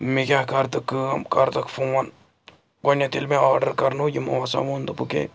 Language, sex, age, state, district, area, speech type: Kashmiri, male, 45-60, Jammu and Kashmir, Srinagar, urban, spontaneous